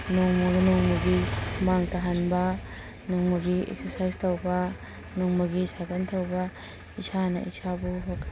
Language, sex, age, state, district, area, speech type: Manipuri, female, 30-45, Manipur, Imphal East, rural, spontaneous